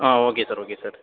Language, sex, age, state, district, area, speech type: Tamil, male, 18-30, Tamil Nadu, Tiruppur, rural, conversation